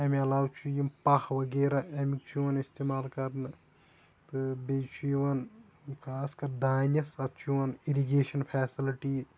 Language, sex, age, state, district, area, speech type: Kashmiri, male, 18-30, Jammu and Kashmir, Shopian, rural, spontaneous